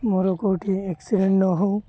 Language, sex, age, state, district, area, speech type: Odia, male, 30-45, Odisha, Malkangiri, urban, spontaneous